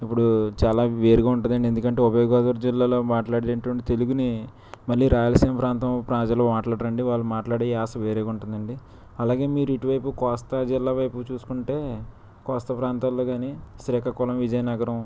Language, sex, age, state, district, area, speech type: Telugu, male, 18-30, Andhra Pradesh, West Godavari, rural, spontaneous